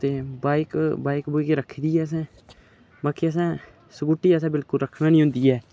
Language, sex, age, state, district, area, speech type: Dogri, male, 18-30, Jammu and Kashmir, Udhampur, rural, spontaneous